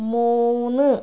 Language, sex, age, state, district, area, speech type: Malayalam, female, 30-45, Kerala, Kannur, rural, read